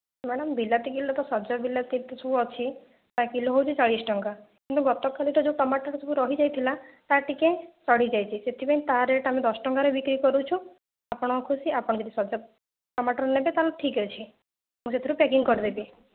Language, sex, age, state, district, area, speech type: Odia, female, 30-45, Odisha, Jajpur, rural, conversation